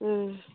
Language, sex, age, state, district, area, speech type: Santali, female, 18-30, West Bengal, Purba Bardhaman, rural, conversation